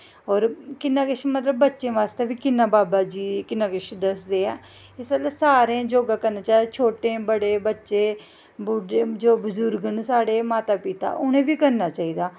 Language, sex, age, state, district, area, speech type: Dogri, female, 30-45, Jammu and Kashmir, Jammu, rural, spontaneous